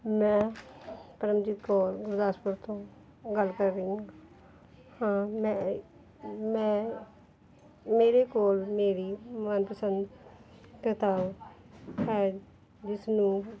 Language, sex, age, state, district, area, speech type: Punjabi, female, 30-45, Punjab, Gurdaspur, urban, spontaneous